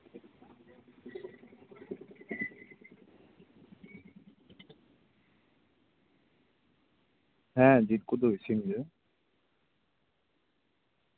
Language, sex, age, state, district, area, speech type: Santali, male, 30-45, West Bengal, Paschim Bardhaman, rural, conversation